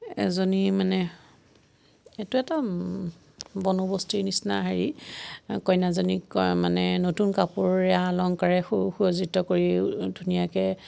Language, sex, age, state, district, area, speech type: Assamese, female, 45-60, Assam, Biswanath, rural, spontaneous